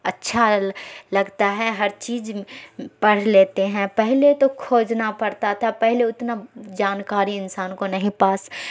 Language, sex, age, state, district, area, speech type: Urdu, female, 45-60, Bihar, Khagaria, rural, spontaneous